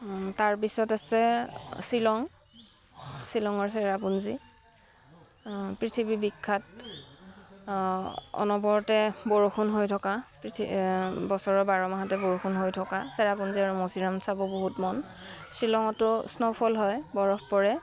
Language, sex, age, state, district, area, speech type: Assamese, female, 30-45, Assam, Udalguri, rural, spontaneous